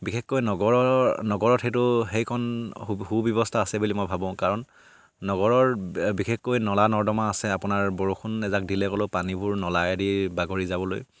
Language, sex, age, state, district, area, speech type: Assamese, male, 30-45, Assam, Sivasagar, rural, spontaneous